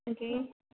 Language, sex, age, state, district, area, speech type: Hindi, female, 18-30, Madhya Pradesh, Narsinghpur, rural, conversation